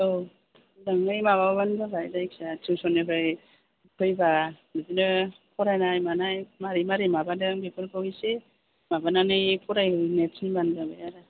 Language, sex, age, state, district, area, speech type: Bodo, female, 45-60, Assam, Kokrajhar, urban, conversation